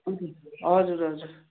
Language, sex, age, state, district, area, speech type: Nepali, female, 60+, West Bengal, Kalimpong, rural, conversation